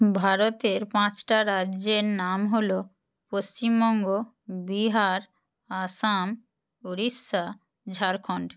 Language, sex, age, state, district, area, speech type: Bengali, female, 45-60, West Bengal, Purba Medinipur, rural, spontaneous